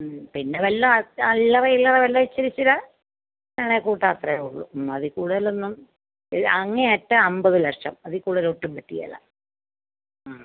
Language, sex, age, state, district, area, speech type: Malayalam, female, 45-60, Kerala, Pathanamthitta, rural, conversation